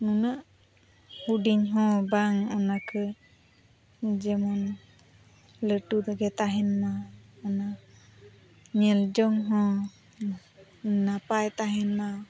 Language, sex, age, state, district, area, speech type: Santali, female, 45-60, Odisha, Mayurbhanj, rural, spontaneous